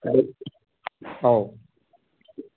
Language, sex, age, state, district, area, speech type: Manipuri, male, 30-45, Manipur, Kangpokpi, urban, conversation